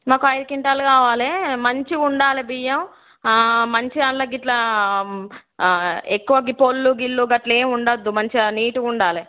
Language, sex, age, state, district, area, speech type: Telugu, female, 18-30, Telangana, Peddapalli, rural, conversation